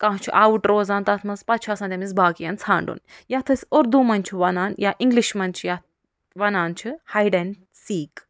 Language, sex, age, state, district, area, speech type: Kashmiri, female, 60+, Jammu and Kashmir, Ganderbal, rural, spontaneous